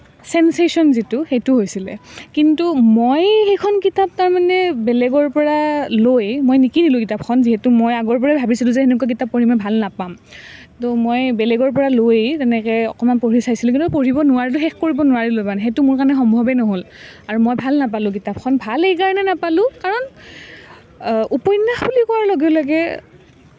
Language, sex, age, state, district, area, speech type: Assamese, female, 18-30, Assam, Nalbari, rural, spontaneous